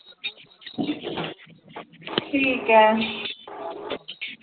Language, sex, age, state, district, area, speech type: Dogri, female, 18-30, Jammu and Kashmir, Samba, rural, conversation